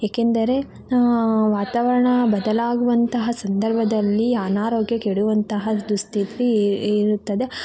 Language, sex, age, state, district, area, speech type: Kannada, female, 30-45, Karnataka, Tumkur, rural, spontaneous